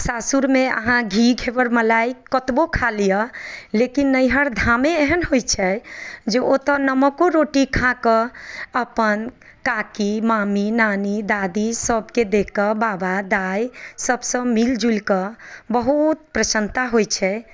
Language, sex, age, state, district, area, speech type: Maithili, female, 45-60, Bihar, Madhubani, rural, spontaneous